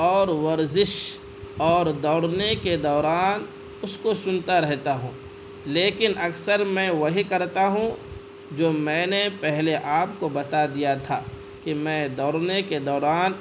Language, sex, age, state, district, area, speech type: Urdu, male, 18-30, Bihar, Purnia, rural, spontaneous